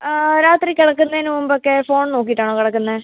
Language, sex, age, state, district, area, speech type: Malayalam, female, 18-30, Kerala, Kottayam, rural, conversation